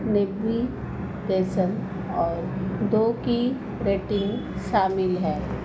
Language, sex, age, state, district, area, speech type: Hindi, female, 45-60, Madhya Pradesh, Chhindwara, rural, read